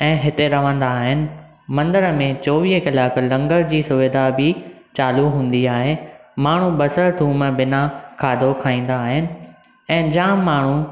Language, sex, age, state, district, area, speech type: Sindhi, male, 18-30, Maharashtra, Thane, urban, spontaneous